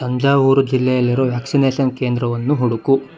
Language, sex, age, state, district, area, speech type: Kannada, male, 60+, Karnataka, Bangalore Rural, rural, read